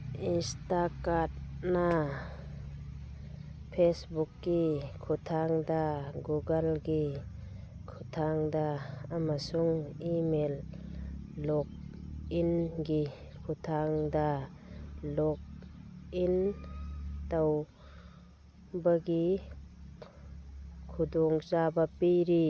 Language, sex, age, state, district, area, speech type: Manipuri, female, 45-60, Manipur, Churachandpur, urban, read